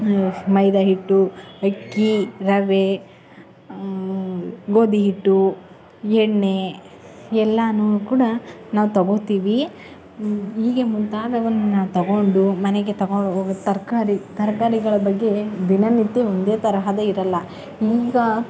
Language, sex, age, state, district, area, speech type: Kannada, female, 18-30, Karnataka, Chamarajanagar, rural, spontaneous